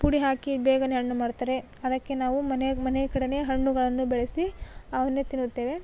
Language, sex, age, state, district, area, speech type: Kannada, female, 18-30, Karnataka, Koppal, urban, spontaneous